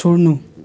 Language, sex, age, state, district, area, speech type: Nepali, male, 18-30, West Bengal, Darjeeling, rural, read